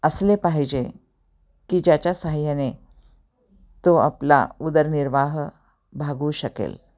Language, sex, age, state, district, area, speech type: Marathi, female, 45-60, Maharashtra, Osmanabad, rural, spontaneous